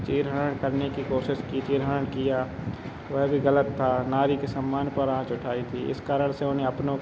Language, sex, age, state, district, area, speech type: Hindi, male, 30-45, Madhya Pradesh, Hoshangabad, rural, spontaneous